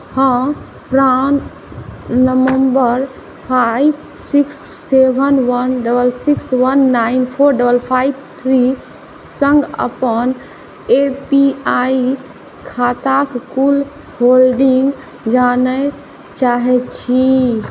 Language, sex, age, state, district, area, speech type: Maithili, female, 18-30, Bihar, Saharsa, urban, read